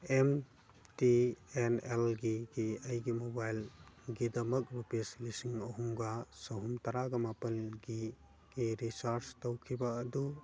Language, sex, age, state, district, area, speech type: Manipuri, male, 45-60, Manipur, Churachandpur, urban, read